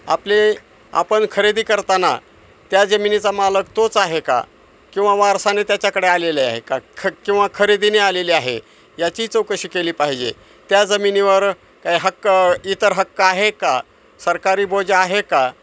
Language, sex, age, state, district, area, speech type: Marathi, male, 60+, Maharashtra, Osmanabad, rural, spontaneous